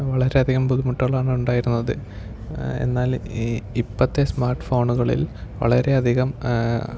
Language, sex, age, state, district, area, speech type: Malayalam, male, 18-30, Kerala, Palakkad, rural, spontaneous